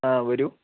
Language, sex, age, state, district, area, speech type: Malayalam, male, 45-60, Kerala, Palakkad, rural, conversation